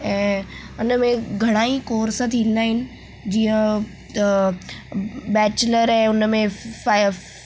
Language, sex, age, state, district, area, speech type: Sindhi, female, 18-30, Maharashtra, Mumbai Suburban, urban, spontaneous